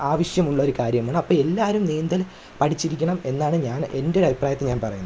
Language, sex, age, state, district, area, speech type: Malayalam, male, 18-30, Kerala, Kollam, rural, spontaneous